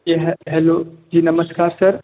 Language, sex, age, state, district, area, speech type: Hindi, male, 18-30, Rajasthan, Jodhpur, rural, conversation